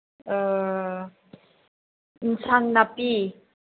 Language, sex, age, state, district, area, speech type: Manipuri, female, 18-30, Manipur, Senapati, urban, conversation